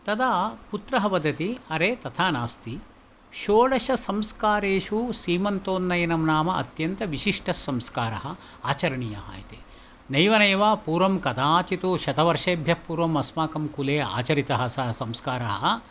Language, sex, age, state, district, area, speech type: Sanskrit, male, 60+, Karnataka, Tumkur, urban, spontaneous